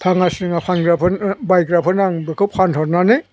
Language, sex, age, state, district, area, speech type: Bodo, male, 60+, Assam, Chirang, rural, spontaneous